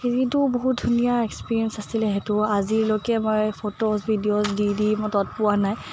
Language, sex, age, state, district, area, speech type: Assamese, female, 18-30, Assam, Morigaon, urban, spontaneous